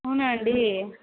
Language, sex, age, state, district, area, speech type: Telugu, female, 18-30, Andhra Pradesh, Kadapa, rural, conversation